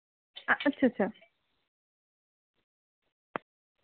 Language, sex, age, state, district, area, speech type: Bengali, female, 30-45, West Bengal, Dakshin Dinajpur, urban, conversation